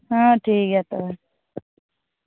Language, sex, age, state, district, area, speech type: Santali, female, 30-45, Jharkhand, East Singhbhum, rural, conversation